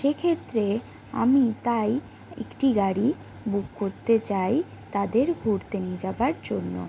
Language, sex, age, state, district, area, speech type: Bengali, other, 45-60, West Bengal, Purulia, rural, spontaneous